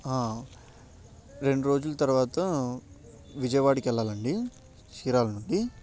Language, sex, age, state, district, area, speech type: Telugu, male, 18-30, Andhra Pradesh, Bapatla, urban, spontaneous